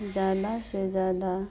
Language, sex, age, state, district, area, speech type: Hindi, female, 45-60, Bihar, Madhepura, rural, spontaneous